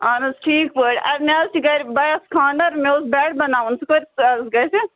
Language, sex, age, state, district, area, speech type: Kashmiri, female, 18-30, Jammu and Kashmir, Budgam, rural, conversation